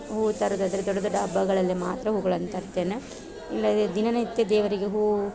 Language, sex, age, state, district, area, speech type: Kannada, female, 30-45, Karnataka, Dakshina Kannada, rural, spontaneous